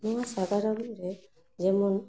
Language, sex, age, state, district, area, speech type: Santali, female, 30-45, West Bengal, Paschim Bardhaman, urban, spontaneous